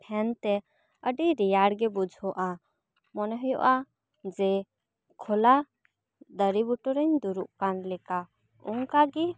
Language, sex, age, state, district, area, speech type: Santali, female, 18-30, West Bengal, Paschim Bardhaman, rural, spontaneous